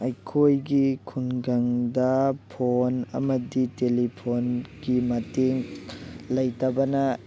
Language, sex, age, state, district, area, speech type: Manipuri, male, 18-30, Manipur, Thoubal, rural, spontaneous